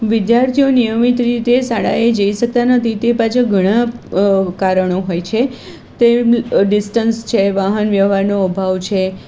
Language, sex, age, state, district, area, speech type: Gujarati, female, 45-60, Gujarat, Kheda, rural, spontaneous